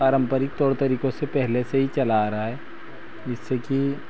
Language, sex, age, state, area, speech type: Hindi, male, 30-45, Madhya Pradesh, rural, spontaneous